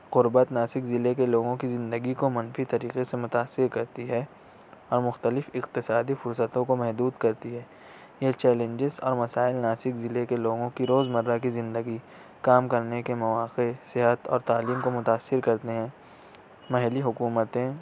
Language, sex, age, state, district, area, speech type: Urdu, male, 60+, Maharashtra, Nashik, urban, spontaneous